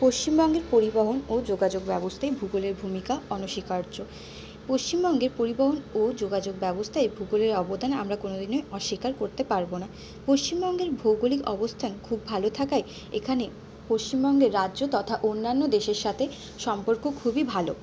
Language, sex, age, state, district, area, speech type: Bengali, female, 30-45, West Bengal, Purulia, urban, spontaneous